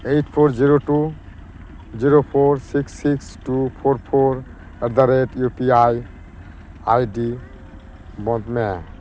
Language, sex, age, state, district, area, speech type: Santali, male, 45-60, West Bengal, Dakshin Dinajpur, rural, read